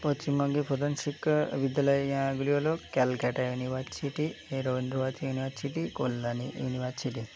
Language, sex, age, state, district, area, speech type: Bengali, male, 18-30, West Bengal, Birbhum, urban, spontaneous